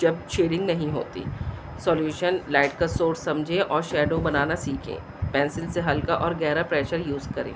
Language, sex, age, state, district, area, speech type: Urdu, female, 45-60, Delhi, South Delhi, urban, spontaneous